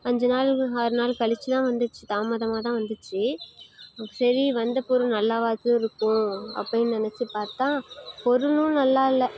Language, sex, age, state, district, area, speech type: Tamil, female, 18-30, Tamil Nadu, Nagapattinam, rural, spontaneous